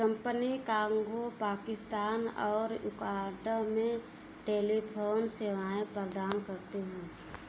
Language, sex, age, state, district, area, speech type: Hindi, female, 60+, Uttar Pradesh, Ayodhya, rural, read